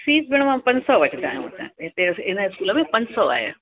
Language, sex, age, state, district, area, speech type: Sindhi, female, 45-60, Uttar Pradesh, Lucknow, urban, conversation